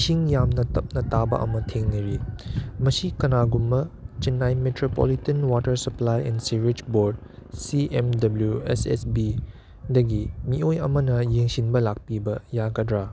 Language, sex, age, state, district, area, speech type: Manipuri, male, 18-30, Manipur, Churachandpur, urban, read